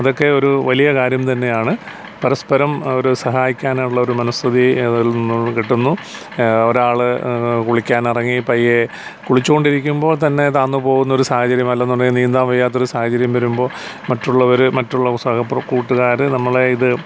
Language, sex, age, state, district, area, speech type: Malayalam, male, 45-60, Kerala, Alappuzha, rural, spontaneous